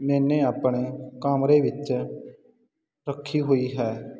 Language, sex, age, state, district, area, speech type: Punjabi, male, 30-45, Punjab, Sangrur, rural, spontaneous